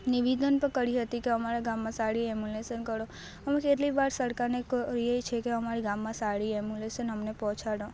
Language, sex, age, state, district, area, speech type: Gujarati, female, 18-30, Gujarat, Narmada, rural, spontaneous